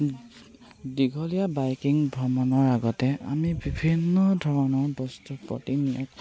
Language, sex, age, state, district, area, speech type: Assamese, male, 18-30, Assam, Charaideo, rural, spontaneous